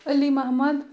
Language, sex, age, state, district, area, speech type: Kashmiri, female, 45-60, Jammu and Kashmir, Ganderbal, rural, spontaneous